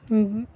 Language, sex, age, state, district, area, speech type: Urdu, female, 18-30, Bihar, Saharsa, rural, spontaneous